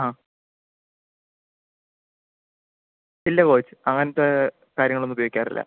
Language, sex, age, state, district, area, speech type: Malayalam, male, 18-30, Kerala, Palakkad, urban, conversation